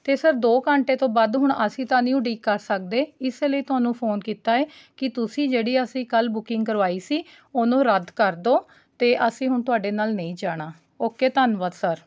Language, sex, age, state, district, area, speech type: Punjabi, female, 30-45, Punjab, Rupnagar, urban, spontaneous